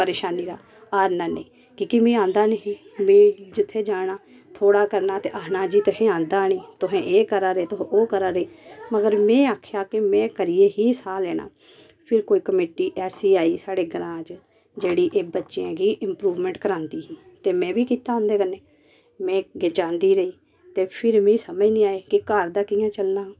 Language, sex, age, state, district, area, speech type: Dogri, female, 30-45, Jammu and Kashmir, Samba, rural, spontaneous